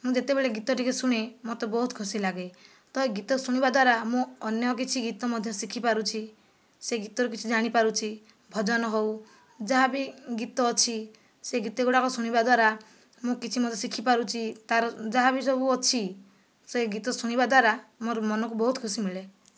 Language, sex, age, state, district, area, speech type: Odia, female, 45-60, Odisha, Kandhamal, rural, spontaneous